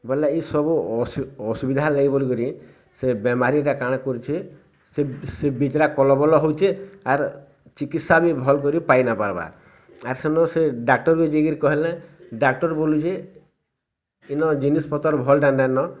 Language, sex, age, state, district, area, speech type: Odia, male, 60+, Odisha, Bargarh, rural, spontaneous